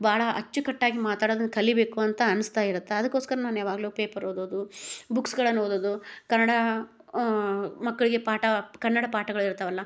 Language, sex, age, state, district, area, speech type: Kannada, female, 30-45, Karnataka, Gadag, rural, spontaneous